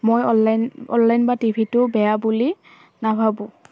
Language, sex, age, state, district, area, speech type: Assamese, female, 18-30, Assam, Udalguri, rural, spontaneous